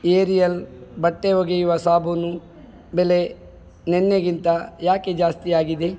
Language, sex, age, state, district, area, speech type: Kannada, male, 45-60, Karnataka, Udupi, rural, read